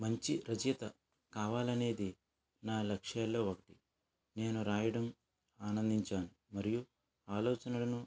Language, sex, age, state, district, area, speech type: Telugu, male, 45-60, Andhra Pradesh, West Godavari, urban, spontaneous